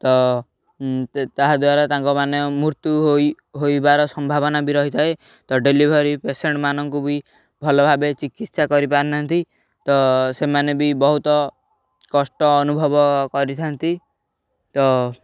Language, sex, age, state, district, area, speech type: Odia, male, 18-30, Odisha, Ganjam, urban, spontaneous